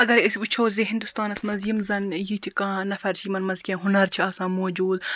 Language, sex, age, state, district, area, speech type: Kashmiri, female, 30-45, Jammu and Kashmir, Baramulla, rural, spontaneous